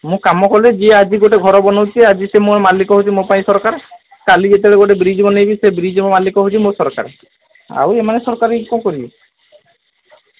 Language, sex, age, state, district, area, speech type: Odia, male, 30-45, Odisha, Sundergarh, urban, conversation